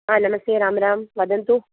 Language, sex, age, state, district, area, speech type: Sanskrit, female, 30-45, Tamil Nadu, Chennai, urban, conversation